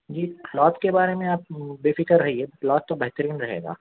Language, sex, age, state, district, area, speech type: Urdu, male, 18-30, Telangana, Hyderabad, urban, conversation